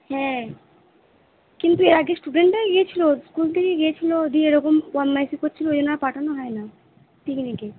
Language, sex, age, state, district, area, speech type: Bengali, female, 18-30, West Bengal, Purba Bardhaman, urban, conversation